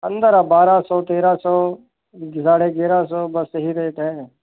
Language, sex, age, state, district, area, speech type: Hindi, male, 30-45, Uttar Pradesh, Sitapur, rural, conversation